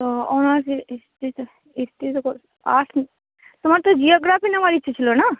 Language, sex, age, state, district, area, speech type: Bengali, female, 18-30, West Bengal, Malda, urban, conversation